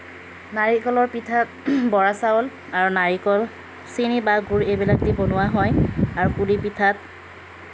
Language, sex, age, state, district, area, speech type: Assamese, female, 18-30, Assam, Kamrup Metropolitan, urban, spontaneous